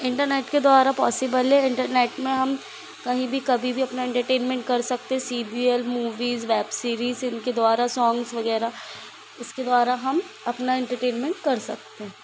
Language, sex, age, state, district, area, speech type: Hindi, female, 18-30, Madhya Pradesh, Chhindwara, urban, spontaneous